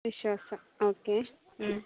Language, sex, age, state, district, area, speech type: Malayalam, female, 30-45, Kerala, Thiruvananthapuram, rural, conversation